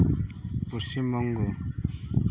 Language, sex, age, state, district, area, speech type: Santali, male, 18-30, West Bengal, Uttar Dinajpur, rural, spontaneous